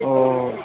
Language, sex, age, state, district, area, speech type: Manipuri, male, 18-30, Manipur, Kangpokpi, urban, conversation